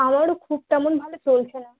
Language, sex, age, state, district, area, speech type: Bengali, female, 18-30, West Bengal, Howrah, urban, conversation